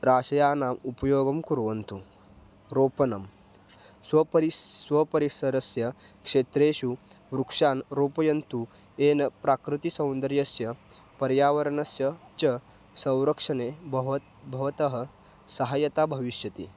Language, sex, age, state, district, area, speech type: Sanskrit, male, 18-30, Maharashtra, Kolhapur, rural, spontaneous